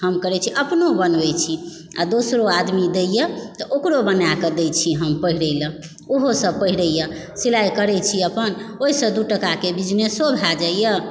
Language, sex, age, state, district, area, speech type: Maithili, female, 45-60, Bihar, Supaul, rural, spontaneous